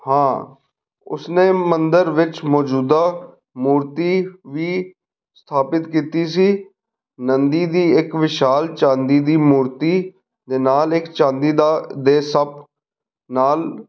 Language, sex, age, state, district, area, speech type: Punjabi, male, 30-45, Punjab, Fazilka, rural, read